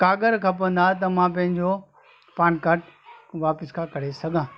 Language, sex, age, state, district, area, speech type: Sindhi, male, 45-60, Gujarat, Kutch, rural, spontaneous